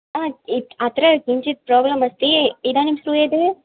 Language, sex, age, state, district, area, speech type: Sanskrit, female, 18-30, Kerala, Thrissur, urban, conversation